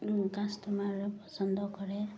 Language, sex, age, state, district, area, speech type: Assamese, female, 30-45, Assam, Udalguri, rural, spontaneous